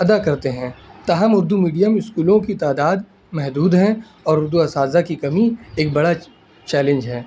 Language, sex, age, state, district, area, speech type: Urdu, male, 18-30, Delhi, North East Delhi, rural, spontaneous